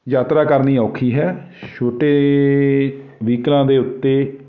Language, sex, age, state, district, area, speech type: Punjabi, male, 45-60, Punjab, Jalandhar, urban, spontaneous